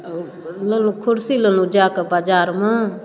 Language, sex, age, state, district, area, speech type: Maithili, female, 30-45, Bihar, Darbhanga, rural, spontaneous